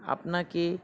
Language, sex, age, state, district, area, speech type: Bengali, male, 18-30, West Bengal, South 24 Parganas, urban, spontaneous